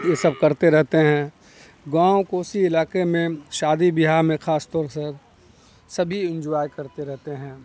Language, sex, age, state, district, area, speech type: Urdu, male, 45-60, Bihar, Khagaria, rural, spontaneous